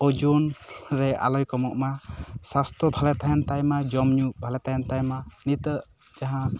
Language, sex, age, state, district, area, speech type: Santali, male, 18-30, West Bengal, Bankura, rural, spontaneous